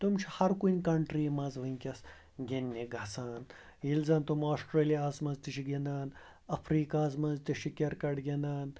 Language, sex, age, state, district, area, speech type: Kashmiri, male, 30-45, Jammu and Kashmir, Srinagar, urban, spontaneous